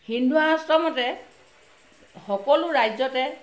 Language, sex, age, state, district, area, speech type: Assamese, female, 45-60, Assam, Sivasagar, rural, spontaneous